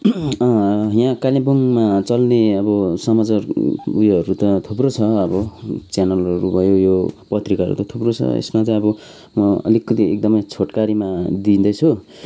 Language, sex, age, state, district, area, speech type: Nepali, male, 30-45, West Bengal, Kalimpong, rural, spontaneous